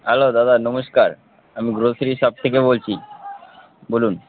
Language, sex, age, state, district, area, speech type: Bengali, male, 18-30, West Bengal, Darjeeling, urban, conversation